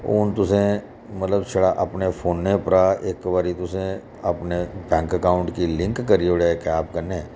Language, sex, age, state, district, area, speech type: Dogri, male, 45-60, Jammu and Kashmir, Reasi, urban, spontaneous